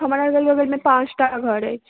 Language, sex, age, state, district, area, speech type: Maithili, female, 30-45, Bihar, Madhubani, rural, conversation